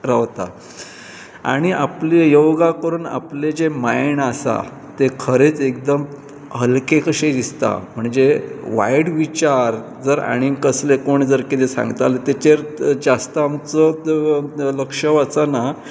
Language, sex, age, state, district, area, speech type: Goan Konkani, male, 45-60, Goa, Pernem, rural, spontaneous